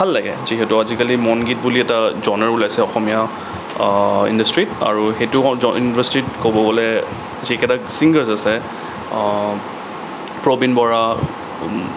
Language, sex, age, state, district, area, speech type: Assamese, male, 18-30, Assam, Kamrup Metropolitan, urban, spontaneous